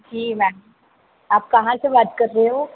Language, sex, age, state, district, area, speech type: Hindi, female, 18-30, Madhya Pradesh, Harda, urban, conversation